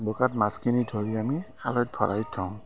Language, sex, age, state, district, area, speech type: Assamese, male, 45-60, Assam, Barpeta, rural, spontaneous